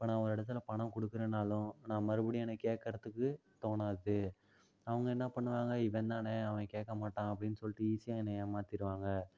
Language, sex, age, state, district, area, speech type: Tamil, male, 45-60, Tamil Nadu, Ariyalur, rural, spontaneous